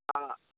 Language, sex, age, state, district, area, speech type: Kannada, male, 60+, Karnataka, Bidar, rural, conversation